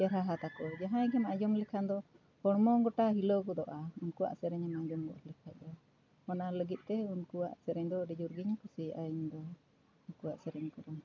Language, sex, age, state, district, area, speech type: Santali, female, 45-60, Jharkhand, Bokaro, rural, spontaneous